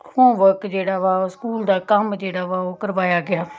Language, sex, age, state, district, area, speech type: Punjabi, female, 30-45, Punjab, Tarn Taran, urban, spontaneous